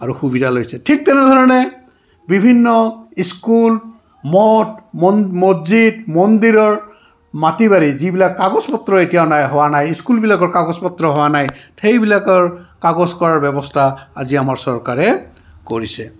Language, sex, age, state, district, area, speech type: Assamese, male, 60+, Assam, Goalpara, urban, spontaneous